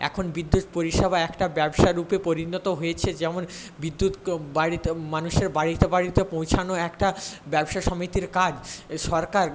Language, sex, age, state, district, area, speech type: Bengali, male, 18-30, West Bengal, Paschim Medinipur, rural, spontaneous